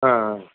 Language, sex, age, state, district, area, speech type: Tamil, male, 60+, Tamil Nadu, Virudhunagar, rural, conversation